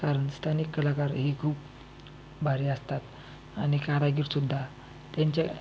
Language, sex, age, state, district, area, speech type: Marathi, male, 18-30, Maharashtra, Buldhana, urban, spontaneous